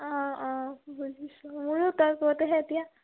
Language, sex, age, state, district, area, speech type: Assamese, female, 18-30, Assam, Biswanath, rural, conversation